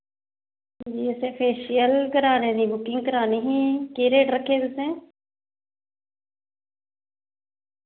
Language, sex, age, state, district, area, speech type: Dogri, female, 30-45, Jammu and Kashmir, Reasi, rural, conversation